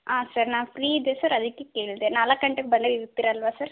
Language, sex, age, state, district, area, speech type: Kannada, female, 18-30, Karnataka, Davanagere, rural, conversation